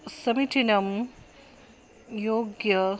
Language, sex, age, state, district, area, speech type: Sanskrit, female, 30-45, Maharashtra, Akola, urban, spontaneous